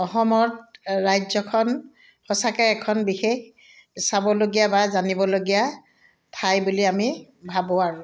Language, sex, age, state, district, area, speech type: Assamese, female, 60+, Assam, Udalguri, rural, spontaneous